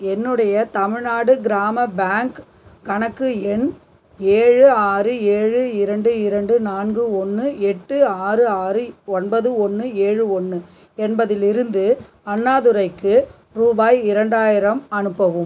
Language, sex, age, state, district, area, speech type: Tamil, female, 45-60, Tamil Nadu, Cuddalore, rural, read